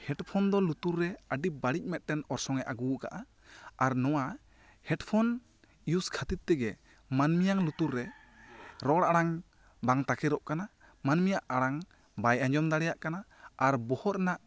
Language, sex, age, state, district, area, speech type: Santali, male, 30-45, West Bengal, Bankura, rural, spontaneous